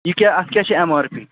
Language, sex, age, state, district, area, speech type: Kashmiri, male, 45-60, Jammu and Kashmir, Srinagar, urban, conversation